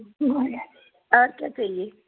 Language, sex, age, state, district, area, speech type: Hindi, female, 60+, Madhya Pradesh, Betul, urban, conversation